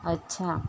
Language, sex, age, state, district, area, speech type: Marathi, female, 30-45, Maharashtra, Ratnagiri, rural, spontaneous